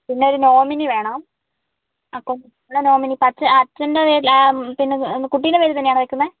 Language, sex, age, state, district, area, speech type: Malayalam, female, 18-30, Kerala, Wayanad, rural, conversation